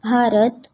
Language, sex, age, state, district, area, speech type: Marathi, female, 18-30, Maharashtra, Sindhudurg, rural, spontaneous